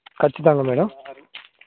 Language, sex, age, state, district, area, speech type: Telugu, female, 30-45, Telangana, Hanamkonda, rural, conversation